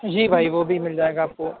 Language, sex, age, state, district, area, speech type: Urdu, male, 60+, Uttar Pradesh, Shahjahanpur, rural, conversation